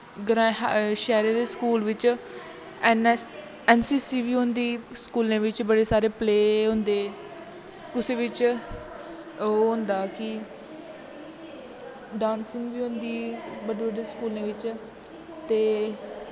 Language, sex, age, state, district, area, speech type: Dogri, female, 18-30, Jammu and Kashmir, Kathua, rural, spontaneous